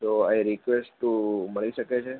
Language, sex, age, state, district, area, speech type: Gujarati, male, 18-30, Gujarat, Ahmedabad, urban, conversation